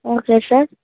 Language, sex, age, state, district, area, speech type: Telugu, male, 18-30, Andhra Pradesh, Srikakulam, urban, conversation